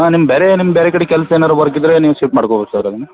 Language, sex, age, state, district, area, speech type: Kannada, male, 30-45, Karnataka, Belgaum, rural, conversation